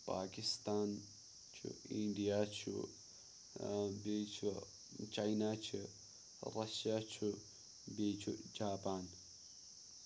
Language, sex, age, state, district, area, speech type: Kashmiri, male, 18-30, Jammu and Kashmir, Pulwama, urban, spontaneous